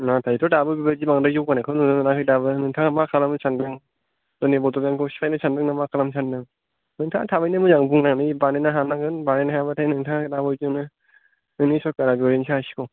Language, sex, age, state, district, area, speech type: Bodo, male, 30-45, Assam, Kokrajhar, urban, conversation